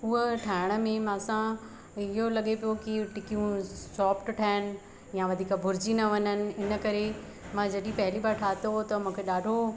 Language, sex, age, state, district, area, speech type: Sindhi, female, 30-45, Madhya Pradesh, Katni, rural, spontaneous